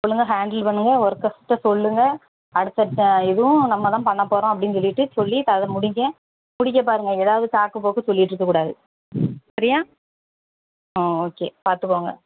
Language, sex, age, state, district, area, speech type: Tamil, female, 30-45, Tamil Nadu, Thoothukudi, rural, conversation